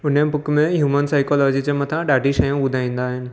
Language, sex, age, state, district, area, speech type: Sindhi, male, 18-30, Gujarat, Surat, urban, spontaneous